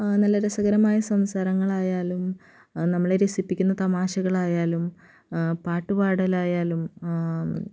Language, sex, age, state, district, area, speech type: Malayalam, female, 18-30, Kerala, Thrissur, rural, spontaneous